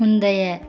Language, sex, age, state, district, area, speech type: Tamil, female, 18-30, Tamil Nadu, Thoothukudi, rural, read